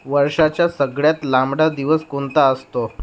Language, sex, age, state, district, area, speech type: Marathi, male, 30-45, Maharashtra, Nagpur, rural, read